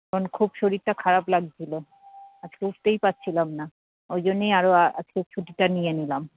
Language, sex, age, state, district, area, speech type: Bengali, female, 60+, West Bengal, Jhargram, rural, conversation